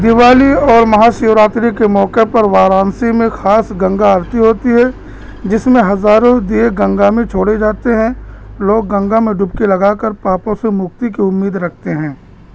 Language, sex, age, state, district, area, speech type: Urdu, male, 30-45, Uttar Pradesh, Balrampur, rural, spontaneous